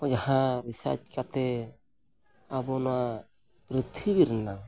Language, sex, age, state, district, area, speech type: Santali, male, 45-60, Odisha, Mayurbhanj, rural, spontaneous